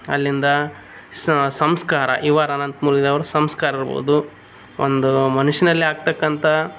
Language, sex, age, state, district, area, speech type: Kannada, male, 30-45, Karnataka, Vijayanagara, rural, spontaneous